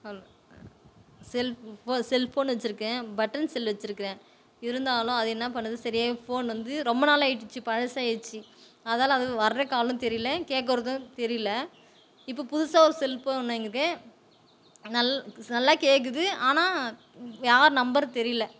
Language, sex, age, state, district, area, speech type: Tamil, female, 30-45, Tamil Nadu, Tiruvannamalai, rural, spontaneous